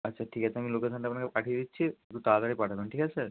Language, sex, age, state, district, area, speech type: Bengali, male, 30-45, West Bengal, Bankura, urban, conversation